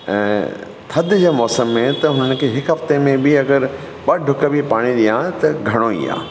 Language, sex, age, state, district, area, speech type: Sindhi, male, 45-60, Delhi, South Delhi, urban, spontaneous